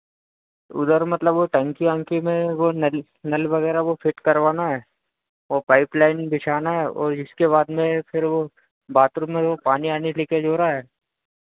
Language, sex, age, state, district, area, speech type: Hindi, male, 30-45, Madhya Pradesh, Harda, urban, conversation